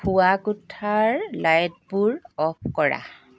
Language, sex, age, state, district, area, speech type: Assamese, female, 45-60, Assam, Golaghat, rural, read